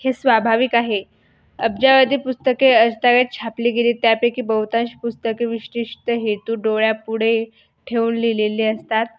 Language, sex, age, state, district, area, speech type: Marathi, female, 18-30, Maharashtra, Buldhana, rural, spontaneous